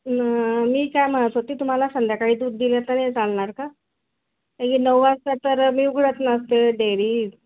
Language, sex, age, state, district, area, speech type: Marathi, female, 45-60, Maharashtra, Nagpur, urban, conversation